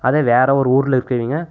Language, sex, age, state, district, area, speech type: Tamil, male, 18-30, Tamil Nadu, Erode, rural, spontaneous